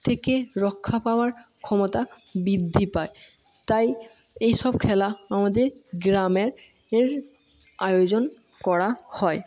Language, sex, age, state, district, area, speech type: Bengali, male, 18-30, West Bengal, Jhargram, rural, spontaneous